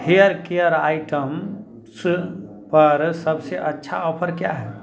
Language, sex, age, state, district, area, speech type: Hindi, male, 30-45, Bihar, Muzaffarpur, rural, read